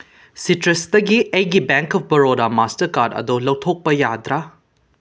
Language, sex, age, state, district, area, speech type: Manipuri, male, 18-30, Manipur, Imphal West, rural, read